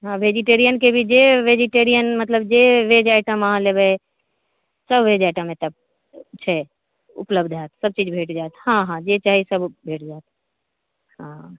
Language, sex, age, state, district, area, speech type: Maithili, female, 45-60, Bihar, Saharsa, urban, conversation